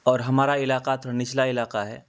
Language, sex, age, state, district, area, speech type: Urdu, male, 18-30, Bihar, Araria, rural, spontaneous